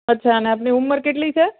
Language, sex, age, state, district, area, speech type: Gujarati, female, 30-45, Gujarat, Rajkot, urban, conversation